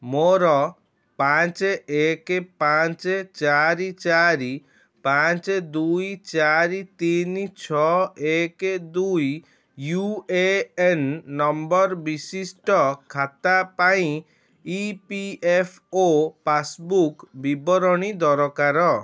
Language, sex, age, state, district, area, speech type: Odia, male, 30-45, Odisha, Cuttack, urban, read